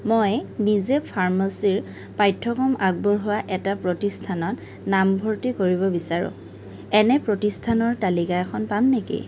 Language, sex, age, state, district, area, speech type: Assamese, female, 30-45, Assam, Kamrup Metropolitan, urban, read